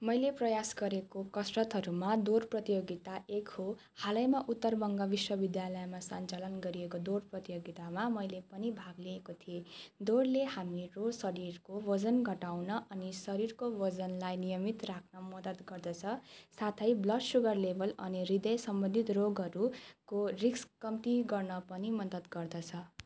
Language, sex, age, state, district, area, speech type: Nepali, female, 18-30, West Bengal, Darjeeling, rural, spontaneous